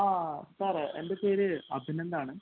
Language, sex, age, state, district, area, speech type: Malayalam, male, 18-30, Kerala, Thrissur, urban, conversation